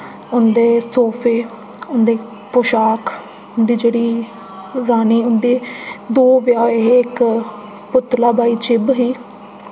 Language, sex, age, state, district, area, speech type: Dogri, female, 18-30, Jammu and Kashmir, Jammu, urban, spontaneous